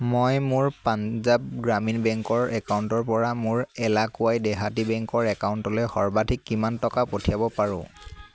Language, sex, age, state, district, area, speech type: Assamese, male, 18-30, Assam, Dibrugarh, rural, read